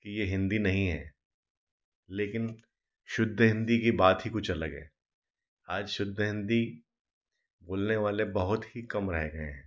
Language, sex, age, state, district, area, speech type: Hindi, male, 45-60, Madhya Pradesh, Ujjain, urban, spontaneous